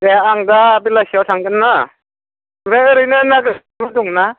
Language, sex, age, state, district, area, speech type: Bodo, male, 45-60, Assam, Kokrajhar, rural, conversation